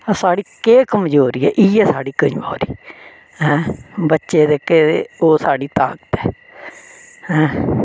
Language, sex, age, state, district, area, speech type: Dogri, female, 60+, Jammu and Kashmir, Reasi, rural, spontaneous